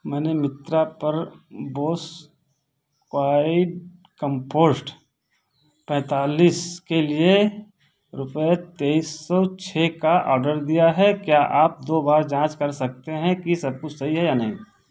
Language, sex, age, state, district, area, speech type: Hindi, male, 60+, Uttar Pradesh, Ayodhya, rural, read